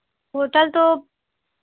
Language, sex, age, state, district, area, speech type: Hindi, female, 18-30, Uttar Pradesh, Pratapgarh, rural, conversation